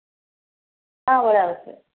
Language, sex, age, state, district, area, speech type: Malayalam, female, 30-45, Kerala, Thiruvananthapuram, rural, conversation